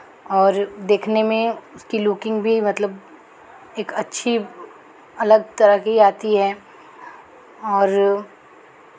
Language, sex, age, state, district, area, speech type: Hindi, female, 45-60, Uttar Pradesh, Chandauli, urban, spontaneous